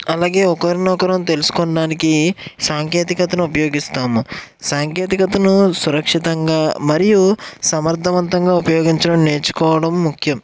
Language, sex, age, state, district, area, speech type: Telugu, male, 18-30, Andhra Pradesh, Eluru, urban, spontaneous